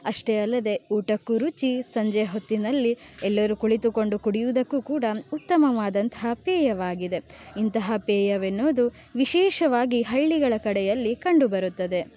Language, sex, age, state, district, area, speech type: Kannada, female, 18-30, Karnataka, Uttara Kannada, rural, spontaneous